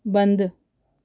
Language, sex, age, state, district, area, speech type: Sindhi, female, 30-45, Delhi, South Delhi, urban, read